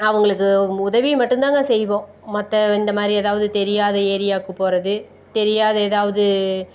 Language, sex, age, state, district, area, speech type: Tamil, female, 45-60, Tamil Nadu, Tiruppur, rural, spontaneous